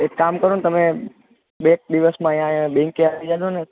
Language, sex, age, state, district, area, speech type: Gujarati, male, 18-30, Gujarat, Junagadh, urban, conversation